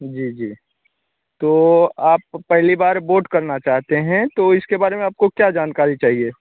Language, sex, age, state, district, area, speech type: Hindi, male, 30-45, Bihar, Begusarai, rural, conversation